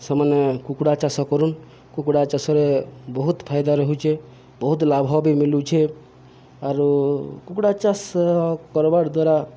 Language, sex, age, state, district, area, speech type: Odia, male, 45-60, Odisha, Subarnapur, urban, spontaneous